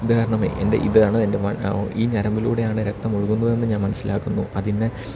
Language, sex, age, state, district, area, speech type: Malayalam, male, 30-45, Kerala, Idukki, rural, spontaneous